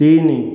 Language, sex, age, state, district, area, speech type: Odia, male, 18-30, Odisha, Khordha, rural, read